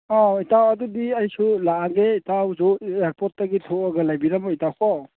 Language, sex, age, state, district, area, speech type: Manipuri, male, 45-60, Manipur, Churachandpur, rural, conversation